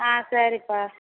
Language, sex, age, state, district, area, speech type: Tamil, female, 30-45, Tamil Nadu, Tirupattur, rural, conversation